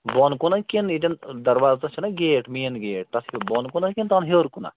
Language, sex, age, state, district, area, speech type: Kashmiri, male, 30-45, Jammu and Kashmir, Pulwama, rural, conversation